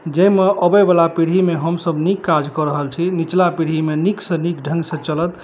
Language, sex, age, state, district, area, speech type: Maithili, male, 30-45, Bihar, Madhubani, rural, spontaneous